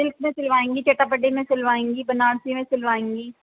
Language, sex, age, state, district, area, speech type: Urdu, female, 30-45, Uttar Pradesh, Rampur, urban, conversation